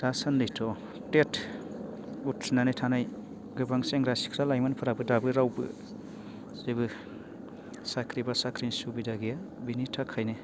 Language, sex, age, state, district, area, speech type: Bodo, male, 30-45, Assam, Baksa, urban, spontaneous